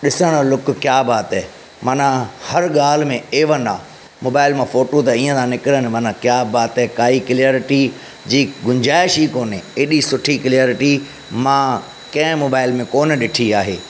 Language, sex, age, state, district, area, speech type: Sindhi, male, 30-45, Maharashtra, Thane, urban, spontaneous